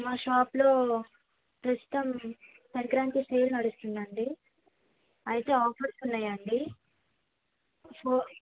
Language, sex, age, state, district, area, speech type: Telugu, female, 18-30, Andhra Pradesh, Bapatla, urban, conversation